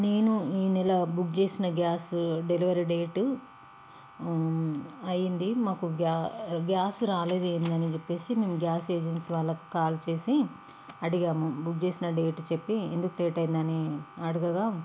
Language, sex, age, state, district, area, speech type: Telugu, female, 30-45, Telangana, Peddapalli, urban, spontaneous